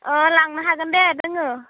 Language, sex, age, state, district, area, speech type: Bodo, female, 18-30, Assam, Udalguri, rural, conversation